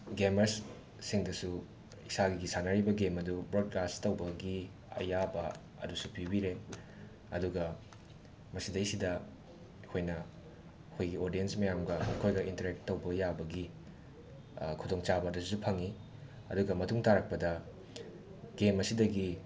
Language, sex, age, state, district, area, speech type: Manipuri, male, 30-45, Manipur, Imphal West, urban, spontaneous